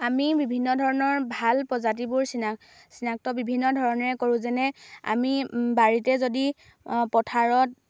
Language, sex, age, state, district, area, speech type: Assamese, female, 18-30, Assam, Dhemaji, rural, spontaneous